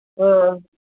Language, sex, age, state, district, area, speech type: Goan Konkani, female, 45-60, Goa, Quepem, rural, conversation